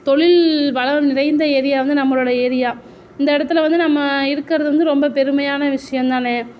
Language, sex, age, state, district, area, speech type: Tamil, female, 45-60, Tamil Nadu, Sivaganga, rural, spontaneous